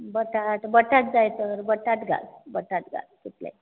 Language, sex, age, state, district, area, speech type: Goan Konkani, female, 60+, Goa, Bardez, rural, conversation